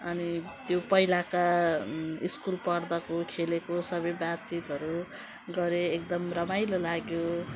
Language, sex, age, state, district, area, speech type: Nepali, female, 45-60, West Bengal, Jalpaiguri, urban, spontaneous